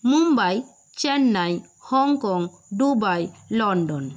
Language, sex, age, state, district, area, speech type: Bengali, female, 60+, West Bengal, Nadia, rural, spontaneous